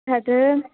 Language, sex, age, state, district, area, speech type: Sanskrit, female, 18-30, Kerala, Thrissur, rural, conversation